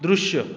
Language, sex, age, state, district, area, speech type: Goan Konkani, male, 45-60, Goa, Bardez, rural, read